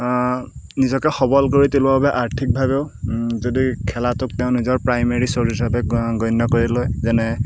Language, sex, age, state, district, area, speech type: Assamese, male, 18-30, Assam, Golaghat, urban, spontaneous